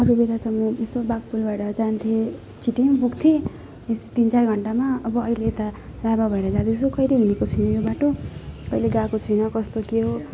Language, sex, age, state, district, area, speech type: Nepali, female, 18-30, West Bengal, Jalpaiguri, rural, spontaneous